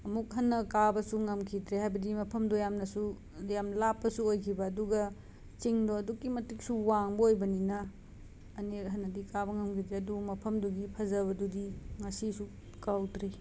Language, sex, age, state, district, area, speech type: Manipuri, female, 30-45, Manipur, Imphal West, urban, spontaneous